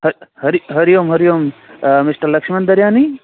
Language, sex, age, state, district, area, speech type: Sindhi, male, 45-60, Gujarat, Kutch, urban, conversation